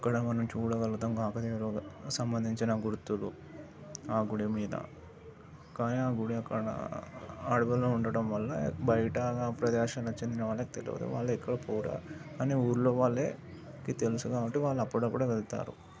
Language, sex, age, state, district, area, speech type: Telugu, male, 30-45, Telangana, Vikarabad, urban, spontaneous